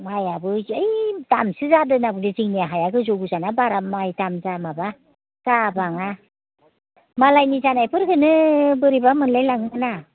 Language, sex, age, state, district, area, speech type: Bodo, female, 60+, Assam, Udalguri, rural, conversation